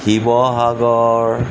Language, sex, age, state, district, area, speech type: Assamese, male, 60+, Assam, Tinsukia, rural, spontaneous